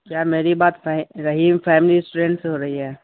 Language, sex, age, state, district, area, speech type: Urdu, male, 18-30, Bihar, Gaya, rural, conversation